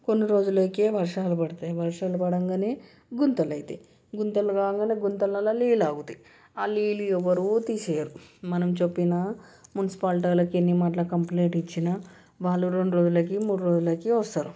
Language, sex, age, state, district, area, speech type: Telugu, female, 30-45, Telangana, Medchal, urban, spontaneous